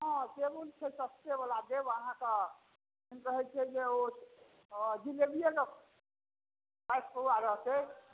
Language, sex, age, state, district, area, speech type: Maithili, male, 60+, Bihar, Darbhanga, rural, conversation